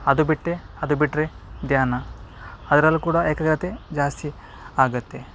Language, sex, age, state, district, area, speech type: Kannada, male, 30-45, Karnataka, Udupi, rural, spontaneous